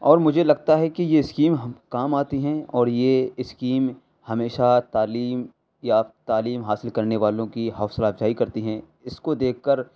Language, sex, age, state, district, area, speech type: Urdu, male, 18-30, Delhi, East Delhi, urban, spontaneous